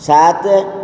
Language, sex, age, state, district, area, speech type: Odia, male, 60+, Odisha, Kendrapara, urban, read